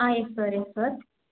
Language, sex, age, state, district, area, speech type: Tamil, female, 18-30, Tamil Nadu, Salem, urban, conversation